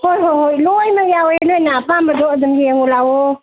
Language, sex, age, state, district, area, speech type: Manipuri, female, 60+, Manipur, Kangpokpi, urban, conversation